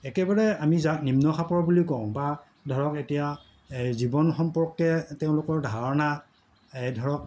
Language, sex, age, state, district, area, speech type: Assamese, male, 60+, Assam, Morigaon, rural, spontaneous